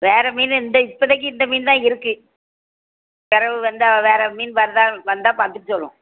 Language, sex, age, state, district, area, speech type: Tamil, female, 60+, Tamil Nadu, Thoothukudi, rural, conversation